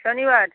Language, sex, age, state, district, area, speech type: Bengali, female, 45-60, West Bengal, North 24 Parganas, rural, conversation